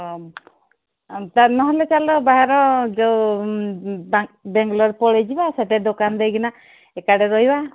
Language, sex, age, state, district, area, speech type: Odia, female, 45-60, Odisha, Angul, rural, conversation